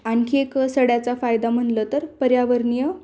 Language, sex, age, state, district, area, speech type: Marathi, female, 18-30, Maharashtra, Osmanabad, rural, spontaneous